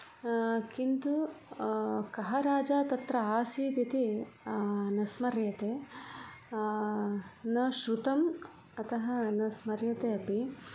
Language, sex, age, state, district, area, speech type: Sanskrit, female, 45-60, Karnataka, Udupi, rural, spontaneous